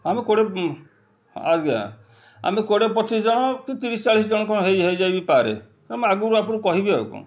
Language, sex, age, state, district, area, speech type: Odia, male, 45-60, Odisha, Kendrapara, urban, spontaneous